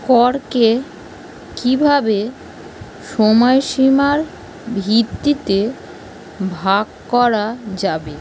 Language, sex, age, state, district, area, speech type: Bengali, female, 45-60, West Bengal, North 24 Parganas, urban, read